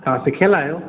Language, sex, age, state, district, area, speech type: Sindhi, male, 30-45, Madhya Pradesh, Katni, rural, conversation